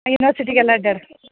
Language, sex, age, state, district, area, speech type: Kannada, female, 30-45, Karnataka, Dharwad, urban, conversation